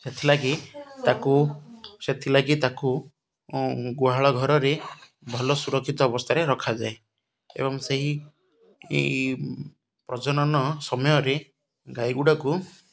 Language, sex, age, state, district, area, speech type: Odia, male, 30-45, Odisha, Ganjam, urban, spontaneous